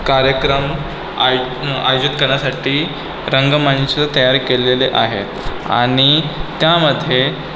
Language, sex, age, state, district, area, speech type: Marathi, female, 18-30, Maharashtra, Nagpur, urban, spontaneous